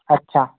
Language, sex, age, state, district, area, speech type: Marathi, male, 18-30, Maharashtra, Yavatmal, rural, conversation